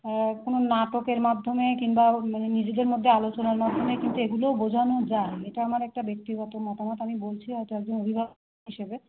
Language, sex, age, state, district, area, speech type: Bengali, female, 30-45, West Bengal, Howrah, urban, conversation